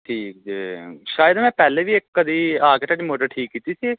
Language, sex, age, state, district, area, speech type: Punjabi, male, 18-30, Punjab, Gurdaspur, rural, conversation